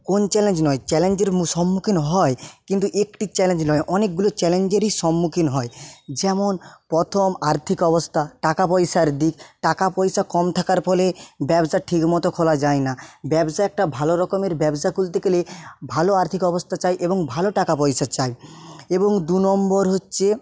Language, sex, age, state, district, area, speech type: Bengali, male, 30-45, West Bengal, Jhargram, rural, spontaneous